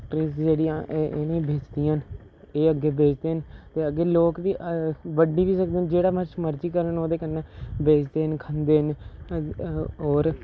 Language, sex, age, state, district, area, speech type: Dogri, male, 30-45, Jammu and Kashmir, Reasi, urban, spontaneous